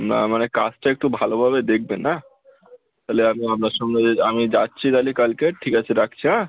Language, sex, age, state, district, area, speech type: Bengali, male, 18-30, West Bengal, Uttar Dinajpur, urban, conversation